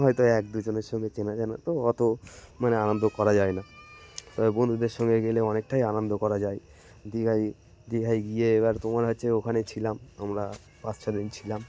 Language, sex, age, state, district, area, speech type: Bengali, male, 30-45, West Bengal, Cooch Behar, urban, spontaneous